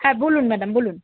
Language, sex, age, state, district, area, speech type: Bengali, female, 30-45, West Bengal, Alipurduar, rural, conversation